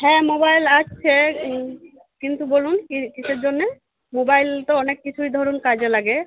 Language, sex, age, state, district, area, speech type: Bengali, female, 45-60, West Bengal, Birbhum, urban, conversation